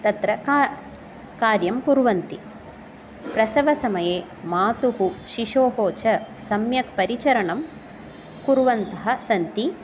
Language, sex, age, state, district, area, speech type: Sanskrit, female, 30-45, Kerala, Ernakulam, urban, spontaneous